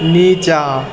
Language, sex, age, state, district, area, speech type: Maithili, male, 18-30, Bihar, Sitamarhi, rural, read